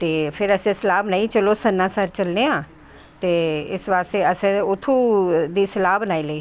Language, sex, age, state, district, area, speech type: Dogri, female, 60+, Jammu and Kashmir, Jammu, urban, spontaneous